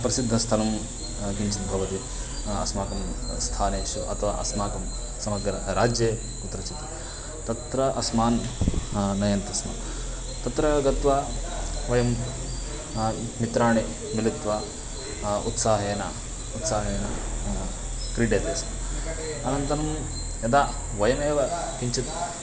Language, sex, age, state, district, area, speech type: Sanskrit, male, 18-30, Karnataka, Uttara Kannada, rural, spontaneous